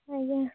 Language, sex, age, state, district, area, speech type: Odia, female, 18-30, Odisha, Jagatsinghpur, rural, conversation